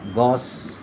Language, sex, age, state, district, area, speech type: Assamese, male, 45-60, Assam, Nalbari, rural, read